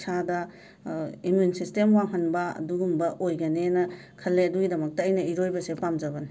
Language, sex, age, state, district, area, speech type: Manipuri, female, 30-45, Manipur, Imphal West, urban, spontaneous